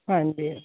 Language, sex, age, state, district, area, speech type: Punjabi, female, 60+, Punjab, Fazilka, rural, conversation